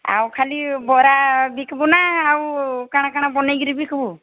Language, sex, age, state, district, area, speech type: Odia, female, 45-60, Odisha, Sambalpur, rural, conversation